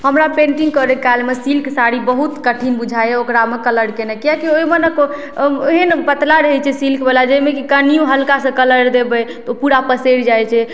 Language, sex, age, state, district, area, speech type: Maithili, female, 18-30, Bihar, Madhubani, rural, spontaneous